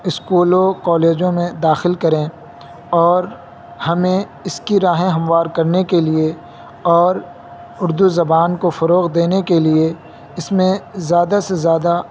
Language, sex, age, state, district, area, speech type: Urdu, male, 18-30, Uttar Pradesh, Saharanpur, urban, spontaneous